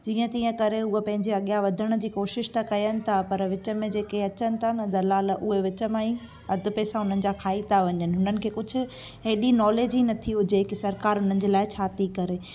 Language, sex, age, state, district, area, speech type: Sindhi, female, 18-30, Gujarat, Junagadh, rural, spontaneous